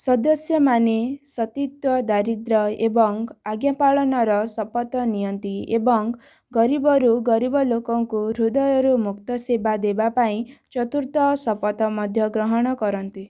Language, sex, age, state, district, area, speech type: Odia, female, 18-30, Odisha, Kalahandi, rural, read